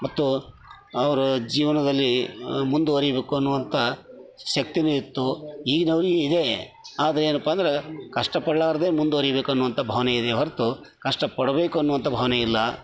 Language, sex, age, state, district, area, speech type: Kannada, male, 60+, Karnataka, Koppal, rural, spontaneous